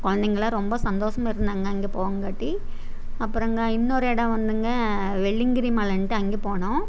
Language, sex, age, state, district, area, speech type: Tamil, female, 30-45, Tamil Nadu, Coimbatore, rural, spontaneous